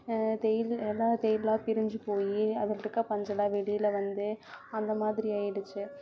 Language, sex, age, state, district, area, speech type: Tamil, female, 18-30, Tamil Nadu, Namakkal, rural, spontaneous